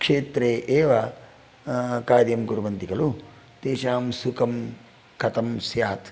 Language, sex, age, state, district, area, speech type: Sanskrit, male, 45-60, Karnataka, Udupi, rural, spontaneous